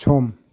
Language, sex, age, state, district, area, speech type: Bodo, male, 60+, Assam, Kokrajhar, urban, read